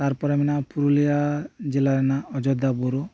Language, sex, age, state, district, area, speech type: Santali, male, 30-45, West Bengal, Birbhum, rural, spontaneous